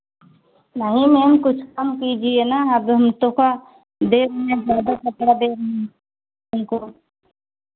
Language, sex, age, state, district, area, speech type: Hindi, female, 45-60, Uttar Pradesh, Pratapgarh, rural, conversation